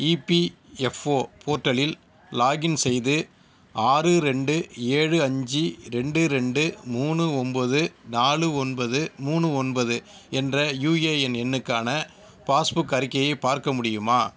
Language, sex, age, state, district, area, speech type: Tamil, male, 60+, Tamil Nadu, Sivaganga, urban, read